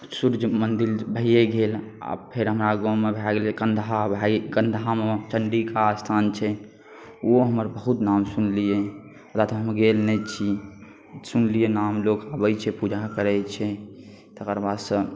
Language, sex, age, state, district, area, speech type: Maithili, male, 18-30, Bihar, Saharsa, rural, spontaneous